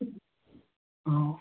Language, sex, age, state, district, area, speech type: Assamese, male, 60+, Assam, Charaideo, urban, conversation